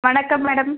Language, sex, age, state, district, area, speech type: Tamil, female, 18-30, Tamil Nadu, Tirupattur, rural, conversation